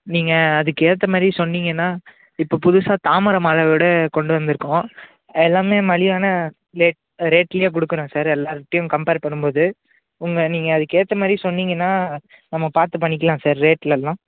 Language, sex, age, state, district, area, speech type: Tamil, male, 18-30, Tamil Nadu, Chennai, urban, conversation